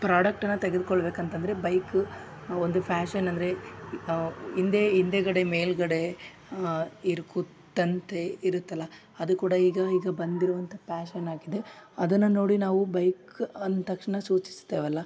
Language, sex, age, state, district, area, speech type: Kannada, male, 18-30, Karnataka, Koppal, urban, spontaneous